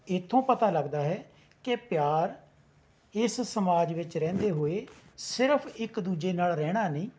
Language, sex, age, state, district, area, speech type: Punjabi, male, 45-60, Punjab, Rupnagar, rural, spontaneous